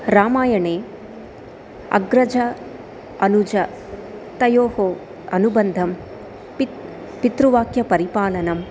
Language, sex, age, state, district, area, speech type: Sanskrit, female, 30-45, Andhra Pradesh, Chittoor, urban, spontaneous